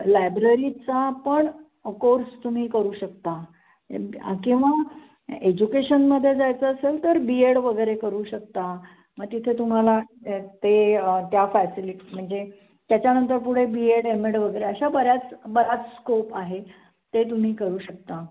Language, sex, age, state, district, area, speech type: Marathi, female, 60+, Maharashtra, Pune, urban, conversation